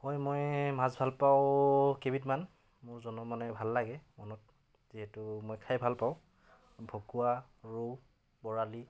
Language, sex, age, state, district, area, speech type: Assamese, male, 30-45, Assam, Dhemaji, rural, spontaneous